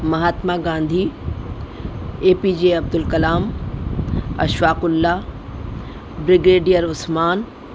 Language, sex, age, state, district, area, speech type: Urdu, female, 60+, Delhi, North East Delhi, urban, spontaneous